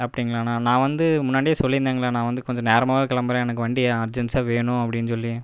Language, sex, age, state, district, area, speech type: Tamil, male, 18-30, Tamil Nadu, Erode, rural, spontaneous